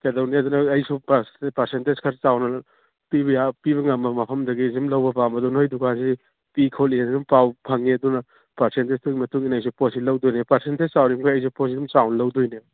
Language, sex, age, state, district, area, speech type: Manipuri, male, 45-60, Manipur, Churachandpur, rural, conversation